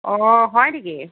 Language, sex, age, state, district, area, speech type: Assamese, female, 30-45, Assam, Dhemaji, rural, conversation